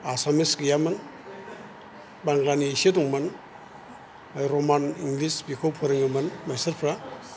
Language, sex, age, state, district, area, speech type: Bodo, male, 60+, Assam, Chirang, rural, spontaneous